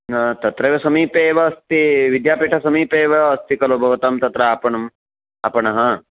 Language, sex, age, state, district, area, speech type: Sanskrit, male, 45-60, Karnataka, Uttara Kannada, urban, conversation